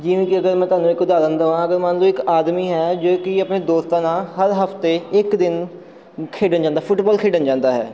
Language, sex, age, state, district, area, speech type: Punjabi, male, 30-45, Punjab, Amritsar, urban, spontaneous